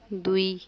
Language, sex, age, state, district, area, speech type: Odia, female, 30-45, Odisha, Balangir, urban, read